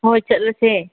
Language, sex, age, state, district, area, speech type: Manipuri, female, 30-45, Manipur, Tengnoupal, urban, conversation